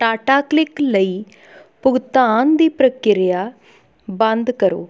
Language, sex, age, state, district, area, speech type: Punjabi, female, 18-30, Punjab, Tarn Taran, rural, read